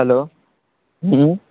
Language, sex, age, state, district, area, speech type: Bengali, male, 18-30, West Bengal, Darjeeling, urban, conversation